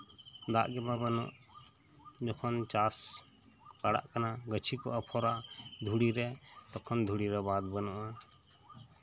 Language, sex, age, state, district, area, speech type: Santali, male, 30-45, West Bengal, Birbhum, rural, spontaneous